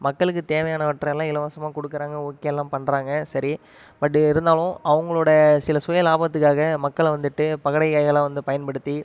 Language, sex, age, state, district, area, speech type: Tamil, male, 30-45, Tamil Nadu, Ariyalur, rural, spontaneous